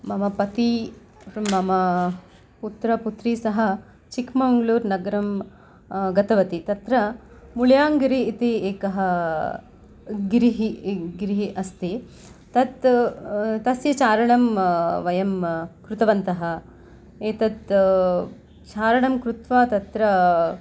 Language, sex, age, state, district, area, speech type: Sanskrit, female, 45-60, Telangana, Hyderabad, urban, spontaneous